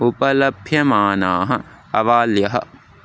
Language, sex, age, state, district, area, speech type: Sanskrit, male, 18-30, Tamil Nadu, Tiruvallur, rural, read